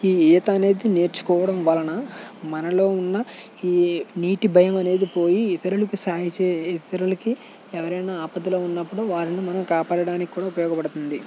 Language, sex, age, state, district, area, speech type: Telugu, male, 18-30, Andhra Pradesh, West Godavari, rural, spontaneous